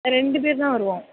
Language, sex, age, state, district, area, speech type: Tamil, female, 18-30, Tamil Nadu, Pudukkottai, rural, conversation